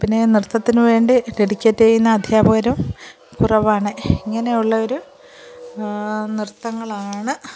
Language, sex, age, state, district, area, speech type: Malayalam, female, 45-60, Kerala, Kollam, rural, spontaneous